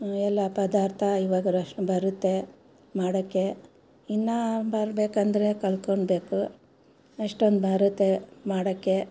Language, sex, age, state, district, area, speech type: Kannada, female, 60+, Karnataka, Bangalore Rural, rural, spontaneous